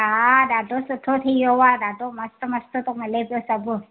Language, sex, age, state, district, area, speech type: Sindhi, female, 45-60, Gujarat, Ahmedabad, rural, conversation